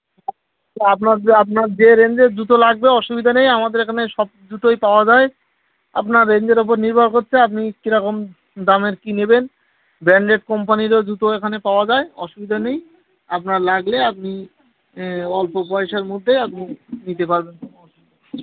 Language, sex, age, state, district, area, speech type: Bengali, male, 18-30, West Bengal, Birbhum, urban, conversation